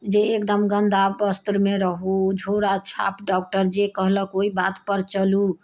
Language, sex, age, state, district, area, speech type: Maithili, female, 60+, Bihar, Sitamarhi, rural, spontaneous